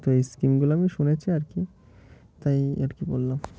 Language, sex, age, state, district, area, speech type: Bengali, male, 30-45, West Bengal, Murshidabad, urban, spontaneous